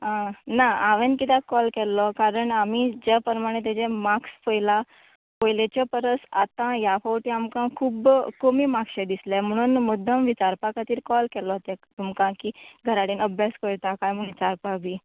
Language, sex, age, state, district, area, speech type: Goan Konkani, female, 30-45, Goa, Canacona, rural, conversation